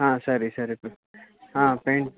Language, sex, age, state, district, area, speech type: Kannada, male, 30-45, Karnataka, Chikkamagaluru, urban, conversation